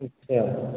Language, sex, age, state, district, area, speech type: Hindi, male, 30-45, Uttar Pradesh, Sitapur, rural, conversation